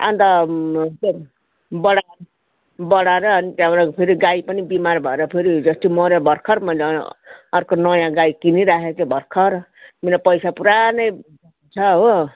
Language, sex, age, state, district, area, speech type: Nepali, female, 60+, West Bengal, Darjeeling, rural, conversation